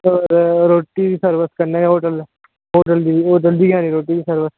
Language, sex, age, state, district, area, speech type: Dogri, male, 30-45, Jammu and Kashmir, Udhampur, rural, conversation